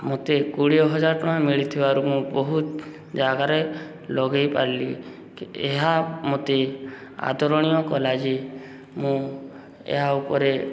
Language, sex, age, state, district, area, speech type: Odia, male, 18-30, Odisha, Subarnapur, urban, spontaneous